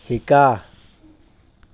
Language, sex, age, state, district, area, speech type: Assamese, male, 60+, Assam, Dhemaji, rural, read